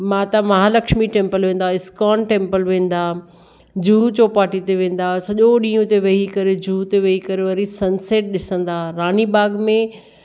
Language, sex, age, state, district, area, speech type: Sindhi, female, 45-60, Maharashtra, Akola, urban, spontaneous